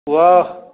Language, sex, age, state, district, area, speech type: Odia, male, 45-60, Odisha, Dhenkanal, rural, conversation